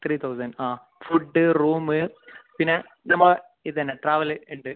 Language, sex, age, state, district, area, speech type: Malayalam, male, 18-30, Kerala, Kasaragod, urban, conversation